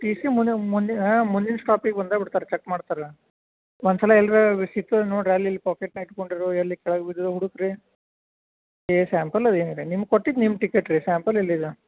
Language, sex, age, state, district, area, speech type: Kannada, male, 45-60, Karnataka, Belgaum, rural, conversation